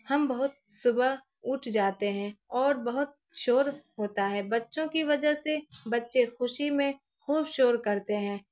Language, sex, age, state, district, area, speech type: Urdu, female, 18-30, Bihar, Araria, rural, spontaneous